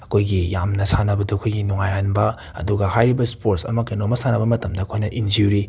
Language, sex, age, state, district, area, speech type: Manipuri, male, 18-30, Manipur, Imphal West, urban, spontaneous